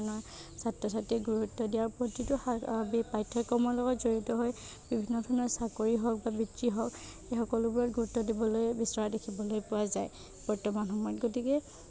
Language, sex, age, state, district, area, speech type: Assamese, female, 18-30, Assam, Nagaon, rural, spontaneous